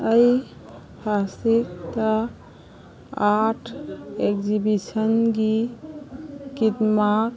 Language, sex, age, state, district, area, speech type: Manipuri, female, 45-60, Manipur, Kangpokpi, urban, read